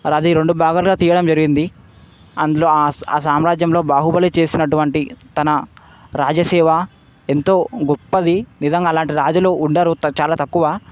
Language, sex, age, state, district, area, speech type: Telugu, male, 18-30, Telangana, Hyderabad, urban, spontaneous